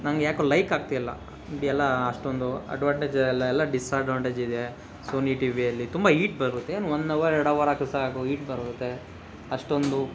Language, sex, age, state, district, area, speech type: Kannada, male, 60+, Karnataka, Kolar, rural, spontaneous